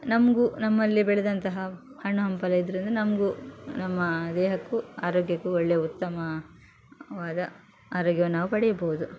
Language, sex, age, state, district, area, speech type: Kannada, female, 30-45, Karnataka, Udupi, rural, spontaneous